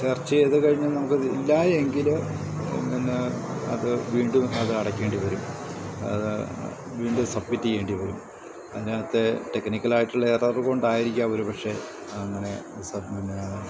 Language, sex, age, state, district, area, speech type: Malayalam, male, 60+, Kerala, Idukki, rural, spontaneous